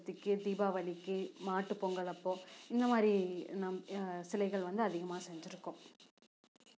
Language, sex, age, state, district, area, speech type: Tamil, female, 18-30, Tamil Nadu, Coimbatore, rural, spontaneous